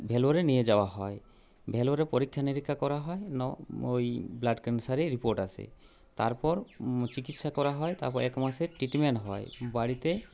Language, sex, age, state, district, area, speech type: Bengali, male, 30-45, West Bengal, Purulia, rural, spontaneous